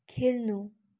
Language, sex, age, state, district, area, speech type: Nepali, female, 18-30, West Bengal, Kalimpong, rural, read